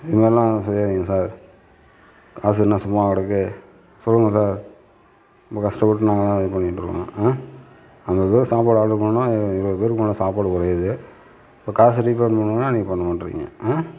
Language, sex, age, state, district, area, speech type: Tamil, male, 60+, Tamil Nadu, Sivaganga, urban, spontaneous